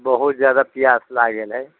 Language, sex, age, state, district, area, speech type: Maithili, male, 60+, Bihar, Sitamarhi, rural, conversation